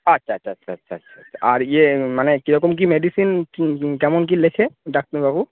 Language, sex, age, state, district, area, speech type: Bengali, male, 18-30, West Bengal, Cooch Behar, urban, conversation